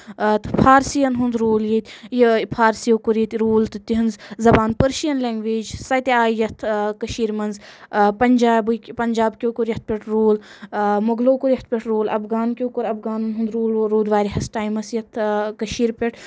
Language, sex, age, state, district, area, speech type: Kashmiri, female, 18-30, Jammu and Kashmir, Anantnag, rural, spontaneous